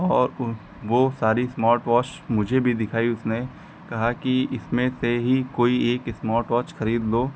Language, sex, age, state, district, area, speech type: Hindi, male, 45-60, Uttar Pradesh, Lucknow, rural, spontaneous